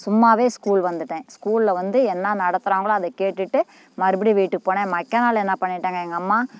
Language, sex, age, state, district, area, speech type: Tamil, female, 45-60, Tamil Nadu, Namakkal, rural, spontaneous